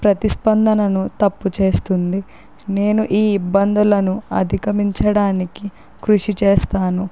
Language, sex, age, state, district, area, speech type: Telugu, female, 45-60, Andhra Pradesh, Kakinada, rural, spontaneous